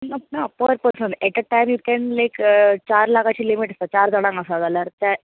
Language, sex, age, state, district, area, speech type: Goan Konkani, female, 18-30, Goa, Bardez, urban, conversation